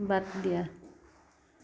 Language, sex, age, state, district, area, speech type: Assamese, female, 45-60, Assam, Dhemaji, rural, read